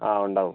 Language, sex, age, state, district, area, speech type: Malayalam, male, 45-60, Kerala, Kozhikode, urban, conversation